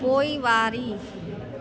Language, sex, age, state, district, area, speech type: Sindhi, female, 30-45, Gujarat, Junagadh, rural, read